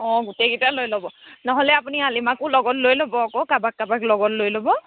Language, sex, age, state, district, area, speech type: Assamese, female, 30-45, Assam, Charaideo, rural, conversation